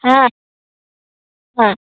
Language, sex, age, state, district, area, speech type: Bengali, female, 30-45, West Bengal, Uttar Dinajpur, urban, conversation